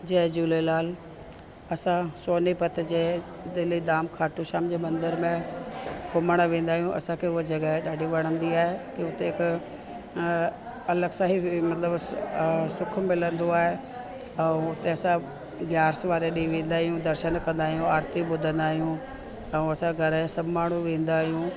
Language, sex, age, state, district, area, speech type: Sindhi, female, 45-60, Delhi, South Delhi, urban, spontaneous